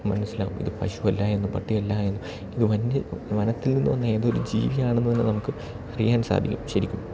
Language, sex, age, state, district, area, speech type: Malayalam, male, 30-45, Kerala, Idukki, rural, spontaneous